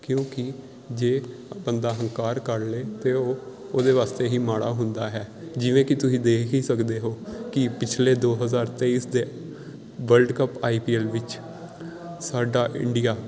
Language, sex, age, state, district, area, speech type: Punjabi, male, 18-30, Punjab, Pathankot, urban, spontaneous